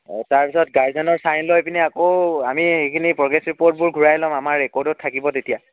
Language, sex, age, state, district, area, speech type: Assamese, male, 18-30, Assam, Dhemaji, urban, conversation